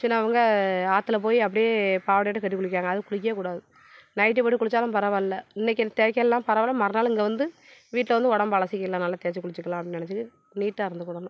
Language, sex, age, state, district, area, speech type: Tamil, female, 30-45, Tamil Nadu, Thoothukudi, urban, spontaneous